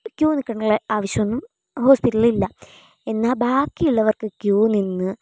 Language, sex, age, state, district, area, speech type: Malayalam, female, 18-30, Kerala, Wayanad, rural, spontaneous